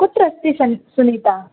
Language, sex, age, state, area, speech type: Sanskrit, female, 18-30, Rajasthan, urban, conversation